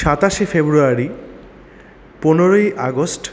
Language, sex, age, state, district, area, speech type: Bengali, male, 30-45, West Bengal, Paschim Bardhaman, urban, spontaneous